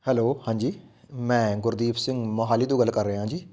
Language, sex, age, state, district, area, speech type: Punjabi, male, 45-60, Punjab, Fatehgarh Sahib, rural, spontaneous